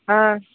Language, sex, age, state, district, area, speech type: Tamil, female, 18-30, Tamil Nadu, Namakkal, rural, conversation